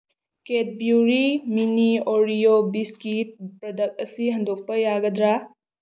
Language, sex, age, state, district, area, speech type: Manipuri, female, 18-30, Manipur, Tengnoupal, urban, read